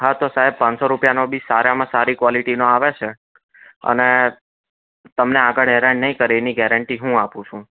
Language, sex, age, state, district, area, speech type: Gujarati, male, 18-30, Gujarat, Anand, urban, conversation